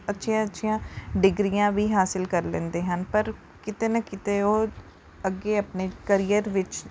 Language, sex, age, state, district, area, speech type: Punjabi, female, 18-30, Punjab, Rupnagar, urban, spontaneous